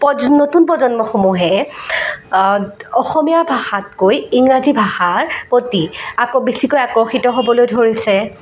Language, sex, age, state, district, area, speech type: Assamese, female, 18-30, Assam, Jorhat, rural, spontaneous